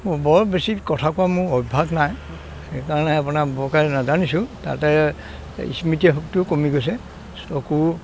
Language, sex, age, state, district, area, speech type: Assamese, male, 60+, Assam, Dhemaji, rural, spontaneous